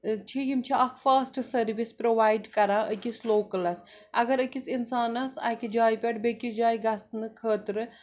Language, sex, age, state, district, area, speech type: Kashmiri, female, 45-60, Jammu and Kashmir, Srinagar, urban, spontaneous